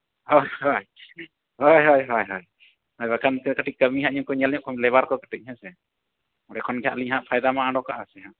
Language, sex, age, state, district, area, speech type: Santali, male, 18-30, Jharkhand, East Singhbhum, rural, conversation